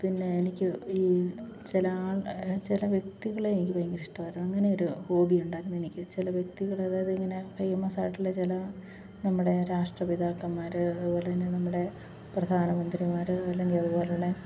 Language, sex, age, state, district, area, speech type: Malayalam, female, 45-60, Kerala, Idukki, rural, spontaneous